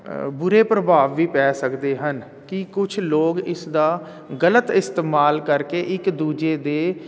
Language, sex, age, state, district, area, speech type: Punjabi, male, 45-60, Punjab, Jalandhar, urban, spontaneous